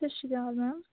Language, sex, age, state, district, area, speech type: Punjabi, female, 18-30, Punjab, Sangrur, urban, conversation